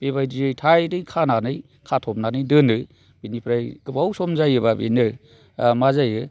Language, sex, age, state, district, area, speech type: Bodo, male, 45-60, Assam, Chirang, urban, spontaneous